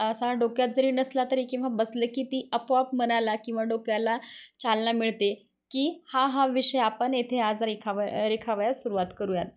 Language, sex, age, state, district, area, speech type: Marathi, female, 30-45, Maharashtra, Osmanabad, rural, spontaneous